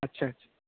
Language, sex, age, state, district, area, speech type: Hindi, male, 18-30, Uttar Pradesh, Jaunpur, rural, conversation